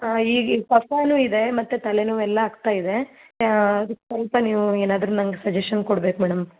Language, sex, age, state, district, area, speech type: Kannada, female, 30-45, Karnataka, Gulbarga, urban, conversation